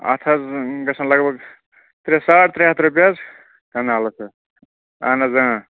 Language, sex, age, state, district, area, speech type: Kashmiri, male, 18-30, Jammu and Kashmir, Budgam, rural, conversation